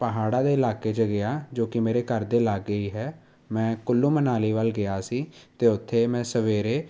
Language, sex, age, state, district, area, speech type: Punjabi, male, 18-30, Punjab, Jalandhar, urban, spontaneous